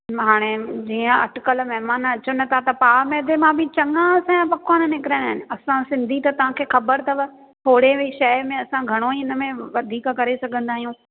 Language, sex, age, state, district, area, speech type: Sindhi, female, 30-45, Maharashtra, Thane, urban, conversation